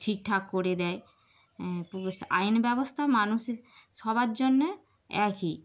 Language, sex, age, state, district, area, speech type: Bengali, female, 30-45, West Bengal, Darjeeling, urban, spontaneous